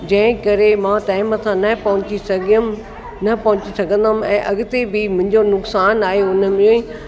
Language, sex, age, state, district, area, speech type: Sindhi, female, 60+, Delhi, South Delhi, urban, spontaneous